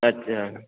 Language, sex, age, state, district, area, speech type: Maithili, male, 30-45, Bihar, Supaul, urban, conversation